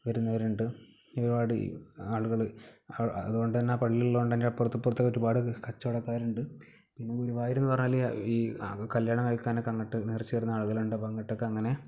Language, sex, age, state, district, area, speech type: Malayalam, male, 18-30, Kerala, Malappuram, rural, spontaneous